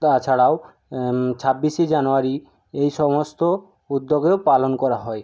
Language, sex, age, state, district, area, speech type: Bengali, male, 60+, West Bengal, Jhargram, rural, spontaneous